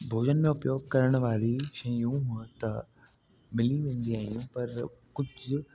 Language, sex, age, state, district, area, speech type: Sindhi, male, 18-30, Delhi, South Delhi, urban, spontaneous